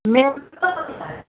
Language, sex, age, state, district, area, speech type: Maithili, female, 60+, Bihar, Samastipur, urban, conversation